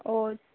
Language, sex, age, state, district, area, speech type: Tamil, female, 30-45, Tamil Nadu, Tirunelveli, urban, conversation